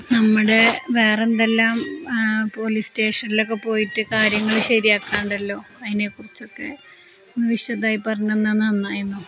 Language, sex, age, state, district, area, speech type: Malayalam, female, 30-45, Kerala, Palakkad, rural, spontaneous